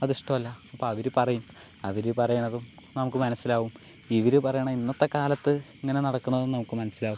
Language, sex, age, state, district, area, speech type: Malayalam, male, 45-60, Kerala, Palakkad, rural, spontaneous